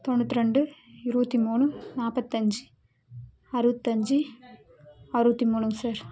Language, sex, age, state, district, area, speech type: Tamil, female, 18-30, Tamil Nadu, Dharmapuri, rural, spontaneous